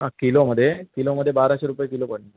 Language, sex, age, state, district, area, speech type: Marathi, male, 30-45, Maharashtra, Sindhudurg, urban, conversation